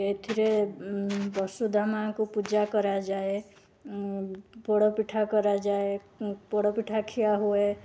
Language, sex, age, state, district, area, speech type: Odia, female, 18-30, Odisha, Cuttack, urban, spontaneous